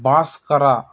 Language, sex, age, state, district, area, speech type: Telugu, male, 30-45, Andhra Pradesh, Chittoor, rural, spontaneous